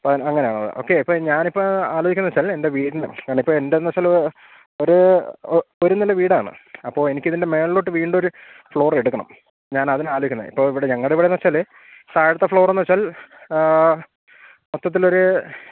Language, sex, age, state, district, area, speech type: Malayalam, male, 30-45, Kerala, Thiruvananthapuram, urban, conversation